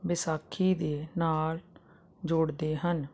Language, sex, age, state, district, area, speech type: Punjabi, female, 45-60, Punjab, Jalandhar, rural, spontaneous